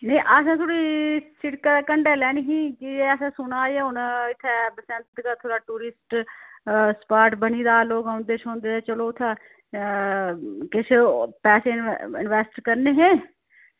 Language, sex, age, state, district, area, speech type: Dogri, female, 45-60, Jammu and Kashmir, Udhampur, rural, conversation